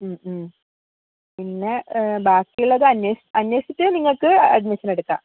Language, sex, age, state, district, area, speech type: Malayalam, female, 60+, Kerala, Wayanad, rural, conversation